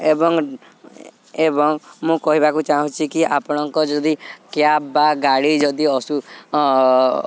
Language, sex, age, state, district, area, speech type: Odia, male, 18-30, Odisha, Subarnapur, urban, spontaneous